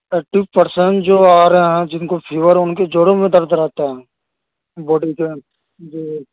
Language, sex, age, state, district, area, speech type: Urdu, male, 18-30, Delhi, Central Delhi, rural, conversation